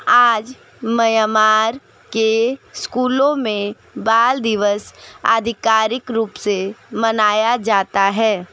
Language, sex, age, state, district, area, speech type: Hindi, female, 30-45, Uttar Pradesh, Sonbhadra, rural, read